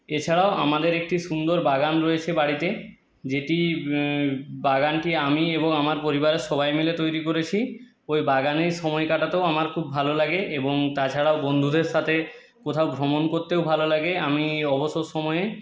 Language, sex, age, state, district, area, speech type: Bengali, male, 30-45, West Bengal, Jhargram, rural, spontaneous